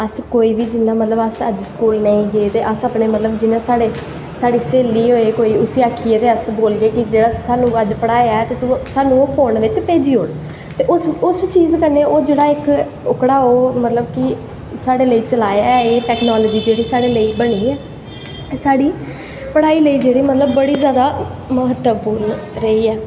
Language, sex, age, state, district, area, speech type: Dogri, female, 18-30, Jammu and Kashmir, Jammu, urban, spontaneous